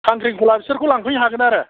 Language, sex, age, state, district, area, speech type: Bodo, male, 60+, Assam, Kokrajhar, urban, conversation